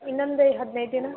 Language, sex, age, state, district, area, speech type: Kannada, female, 18-30, Karnataka, Gadag, urban, conversation